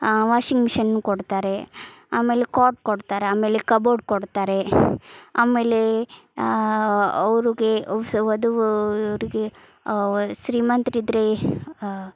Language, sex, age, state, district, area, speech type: Kannada, female, 30-45, Karnataka, Gadag, rural, spontaneous